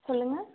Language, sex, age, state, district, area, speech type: Tamil, female, 18-30, Tamil Nadu, Tiruppur, urban, conversation